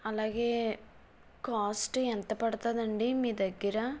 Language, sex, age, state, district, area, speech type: Telugu, female, 18-30, Andhra Pradesh, East Godavari, urban, spontaneous